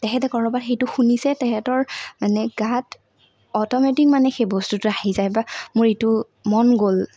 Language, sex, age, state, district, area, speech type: Assamese, female, 18-30, Assam, Kamrup Metropolitan, rural, spontaneous